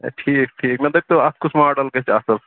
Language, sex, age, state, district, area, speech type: Kashmiri, male, 18-30, Jammu and Kashmir, Baramulla, rural, conversation